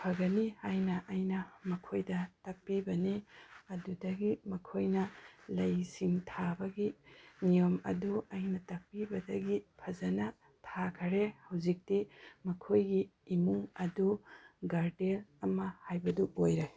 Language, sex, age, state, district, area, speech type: Manipuri, female, 30-45, Manipur, Tengnoupal, rural, spontaneous